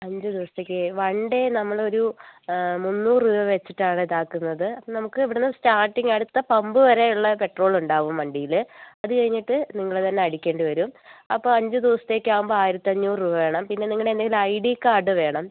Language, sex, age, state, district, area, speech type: Malayalam, female, 45-60, Kerala, Wayanad, rural, conversation